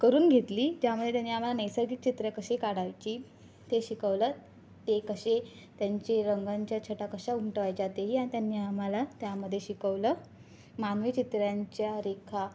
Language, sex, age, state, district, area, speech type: Marathi, female, 18-30, Maharashtra, Raigad, rural, spontaneous